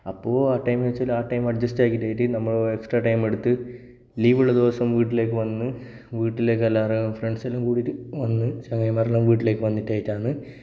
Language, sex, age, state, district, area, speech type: Malayalam, male, 18-30, Kerala, Kasaragod, rural, spontaneous